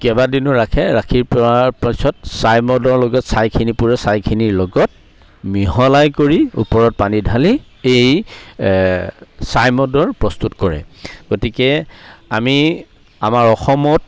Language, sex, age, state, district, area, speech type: Assamese, male, 45-60, Assam, Charaideo, rural, spontaneous